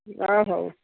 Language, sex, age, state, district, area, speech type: Odia, female, 45-60, Odisha, Rayagada, rural, conversation